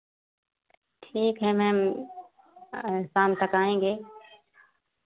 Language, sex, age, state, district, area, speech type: Hindi, female, 45-60, Uttar Pradesh, Ayodhya, rural, conversation